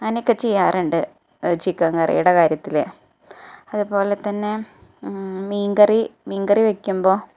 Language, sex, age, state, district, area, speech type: Malayalam, female, 18-30, Kerala, Malappuram, rural, spontaneous